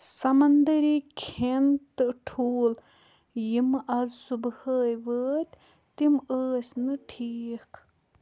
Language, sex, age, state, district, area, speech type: Kashmiri, female, 18-30, Jammu and Kashmir, Budgam, rural, read